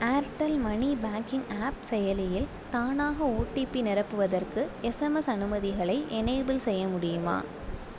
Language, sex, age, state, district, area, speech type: Tamil, female, 18-30, Tamil Nadu, Sivaganga, rural, read